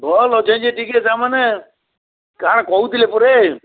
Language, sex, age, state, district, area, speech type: Odia, male, 60+, Odisha, Bargarh, urban, conversation